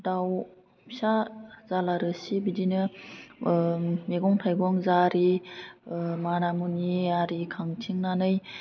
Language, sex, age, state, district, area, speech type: Bodo, female, 30-45, Assam, Baksa, rural, spontaneous